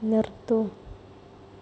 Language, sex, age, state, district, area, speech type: Malayalam, female, 60+, Kerala, Palakkad, rural, read